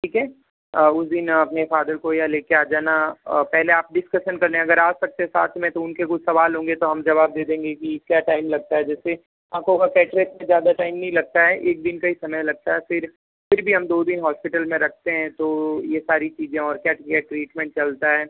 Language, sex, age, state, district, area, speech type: Hindi, male, 60+, Rajasthan, Jodhpur, rural, conversation